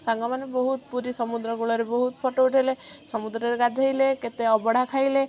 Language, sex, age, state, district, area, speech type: Odia, female, 18-30, Odisha, Kendujhar, urban, spontaneous